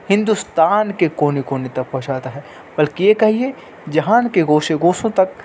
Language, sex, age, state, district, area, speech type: Urdu, male, 18-30, Delhi, North West Delhi, urban, spontaneous